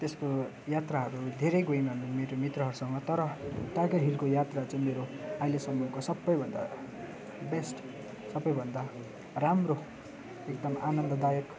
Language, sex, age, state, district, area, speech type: Nepali, male, 18-30, West Bengal, Darjeeling, rural, spontaneous